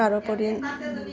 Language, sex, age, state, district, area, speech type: Assamese, female, 45-60, Assam, Udalguri, rural, spontaneous